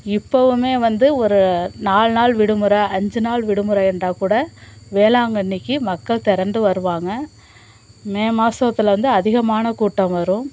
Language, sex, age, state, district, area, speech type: Tamil, female, 30-45, Tamil Nadu, Nagapattinam, urban, spontaneous